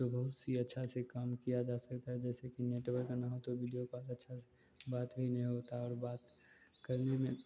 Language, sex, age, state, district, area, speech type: Hindi, male, 18-30, Bihar, Begusarai, rural, spontaneous